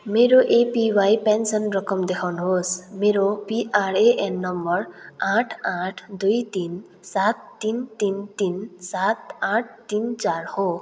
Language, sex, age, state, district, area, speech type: Nepali, male, 18-30, West Bengal, Kalimpong, rural, read